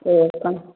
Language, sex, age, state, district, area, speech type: Maithili, female, 45-60, Bihar, Darbhanga, rural, conversation